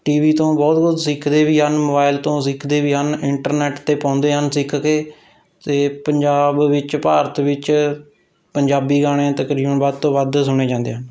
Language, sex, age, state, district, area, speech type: Punjabi, male, 30-45, Punjab, Rupnagar, rural, spontaneous